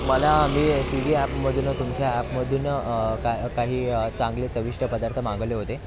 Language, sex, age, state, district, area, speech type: Marathi, male, 18-30, Maharashtra, Thane, urban, spontaneous